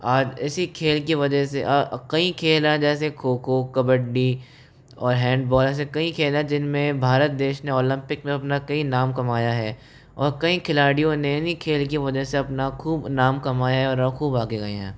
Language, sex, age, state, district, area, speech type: Hindi, male, 18-30, Rajasthan, Jaipur, urban, spontaneous